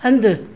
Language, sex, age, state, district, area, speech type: Sindhi, female, 45-60, Maharashtra, Thane, urban, read